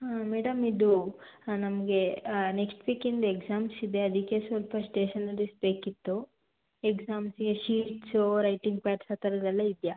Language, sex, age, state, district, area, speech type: Kannada, female, 18-30, Karnataka, Mandya, rural, conversation